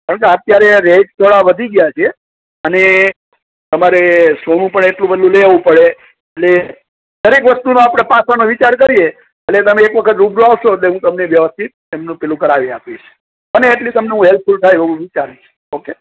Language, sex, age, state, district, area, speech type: Gujarati, male, 60+, Gujarat, Junagadh, urban, conversation